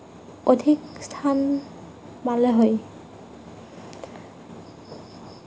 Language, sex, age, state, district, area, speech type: Assamese, female, 45-60, Assam, Nagaon, rural, spontaneous